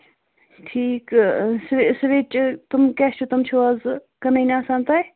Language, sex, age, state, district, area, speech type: Kashmiri, female, 45-60, Jammu and Kashmir, Baramulla, urban, conversation